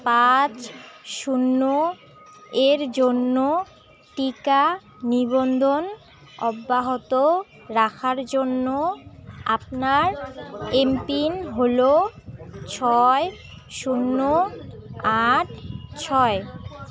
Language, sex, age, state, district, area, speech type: Bengali, female, 18-30, West Bengal, Jalpaiguri, rural, read